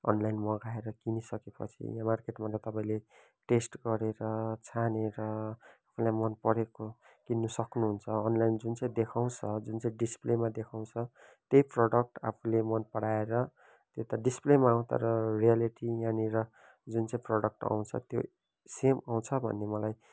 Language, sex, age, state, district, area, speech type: Nepali, male, 30-45, West Bengal, Kalimpong, rural, spontaneous